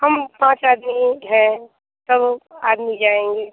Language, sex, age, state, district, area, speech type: Hindi, female, 30-45, Bihar, Muzaffarpur, rural, conversation